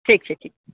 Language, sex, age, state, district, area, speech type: Maithili, male, 18-30, Bihar, Madhubani, rural, conversation